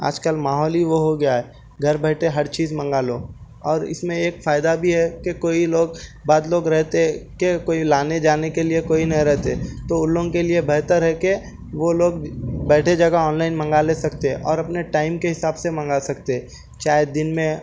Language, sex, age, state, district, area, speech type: Urdu, male, 18-30, Telangana, Hyderabad, urban, spontaneous